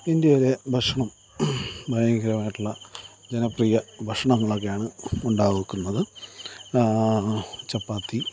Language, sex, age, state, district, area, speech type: Malayalam, male, 45-60, Kerala, Thiruvananthapuram, rural, spontaneous